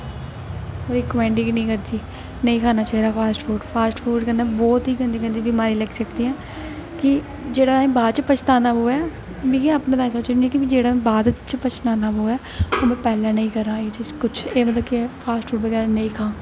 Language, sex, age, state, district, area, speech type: Dogri, female, 18-30, Jammu and Kashmir, Jammu, urban, spontaneous